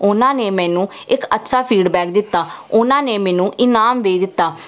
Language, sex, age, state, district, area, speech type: Punjabi, female, 18-30, Punjab, Jalandhar, urban, spontaneous